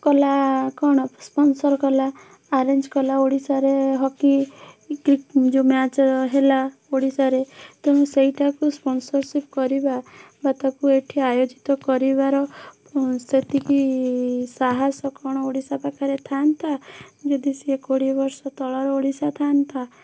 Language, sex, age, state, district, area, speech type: Odia, female, 18-30, Odisha, Bhadrak, rural, spontaneous